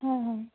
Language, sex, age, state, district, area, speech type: Assamese, female, 18-30, Assam, Majuli, urban, conversation